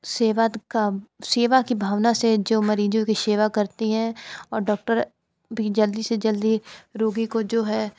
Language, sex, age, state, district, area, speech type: Hindi, female, 45-60, Uttar Pradesh, Sonbhadra, rural, spontaneous